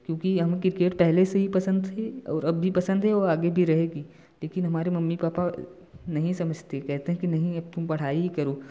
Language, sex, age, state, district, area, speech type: Hindi, male, 18-30, Uttar Pradesh, Prayagraj, rural, spontaneous